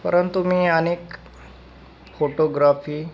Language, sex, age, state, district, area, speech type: Marathi, male, 30-45, Maharashtra, Nanded, rural, spontaneous